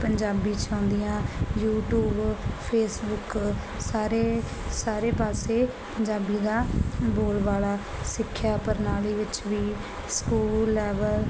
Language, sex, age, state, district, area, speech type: Punjabi, female, 30-45, Punjab, Barnala, rural, spontaneous